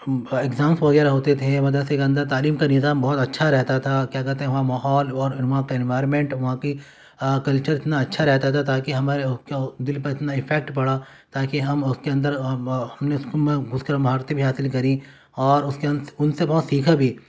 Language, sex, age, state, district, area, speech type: Urdu, male, 18-30, Delhi, Central Delhi, urban, spontaneous